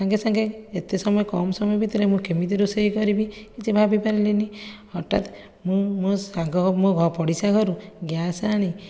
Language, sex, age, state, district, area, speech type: Odia, female, 30-45, Odisha, Khordha, rural, spontaneous